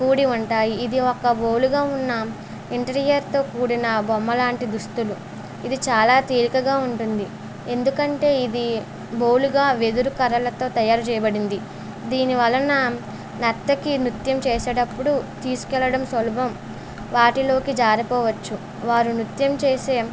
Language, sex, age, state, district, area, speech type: Telugu, female, 18-30, Andhra Pradesh, Eluru, rural, spontaneous